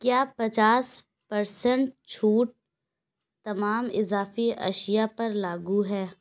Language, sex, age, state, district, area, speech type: Urdu, female, 18-30, Uttar Pradesh, Lucknow, urban, read